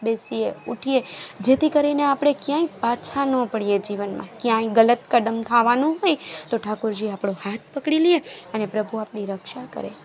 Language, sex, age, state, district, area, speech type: Gujarati, female, 30-45, Gujarat, Junagadh, urban, spontaneous